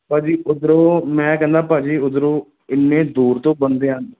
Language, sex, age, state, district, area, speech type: Punjabi, male, 18-30, Punjab, Gurdaspur, rural, conversation